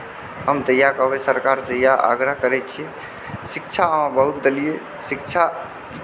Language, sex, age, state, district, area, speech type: Maithili, male, 30-45, Bihar, Saharsa, rural, spontaneous